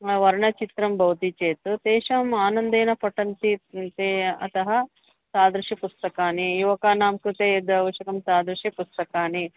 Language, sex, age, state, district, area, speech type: Sanskrit, female, 45-60, Karnataka, Bangalore Urban, urban, conversation